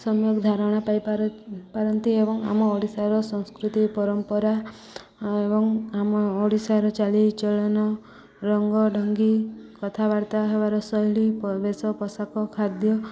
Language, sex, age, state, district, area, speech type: Odia, female, 30-45, Odisha, Subarnapur, urban, spontaneous